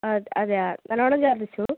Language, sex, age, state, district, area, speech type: Malayalam, female, 18-30, Kerala, Kasaragod, rural, conversation